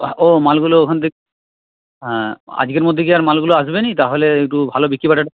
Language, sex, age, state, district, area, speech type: Bengali, male, 45-60, West Bengal, Paschim Medinipur, rural, conversation